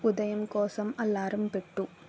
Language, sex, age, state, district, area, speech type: Telugu, female, 45-60, Andhra Pradesh, East Godavari, rural, read